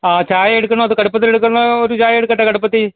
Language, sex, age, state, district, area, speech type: Malayalam, male, 45-60, Kerala, Kottayam, urban, conversation